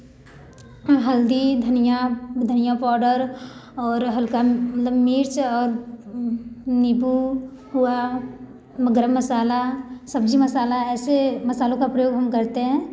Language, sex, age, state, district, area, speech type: Hindi, female, 18-30, Uttar Pradesh, Varanasi, rural, spontaneous